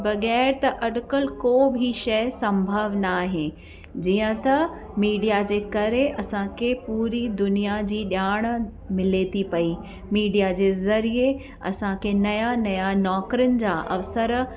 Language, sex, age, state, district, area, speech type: Sindhi, female, 30-45, Uttar Pradesh, Lucknow, urban, spontaneous